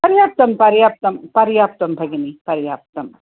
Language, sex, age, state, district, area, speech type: Sanskrit, female, 60+, Karnataka, Mysore, urban, conversation